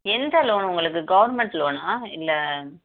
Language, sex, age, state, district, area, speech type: Tamil, female, 30-45, Tamil Nadu, Madurai, urban, conversation